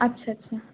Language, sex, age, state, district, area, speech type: Bengali, female, 18-30, West Bengal, Paschim Bardhaman, urban, conversation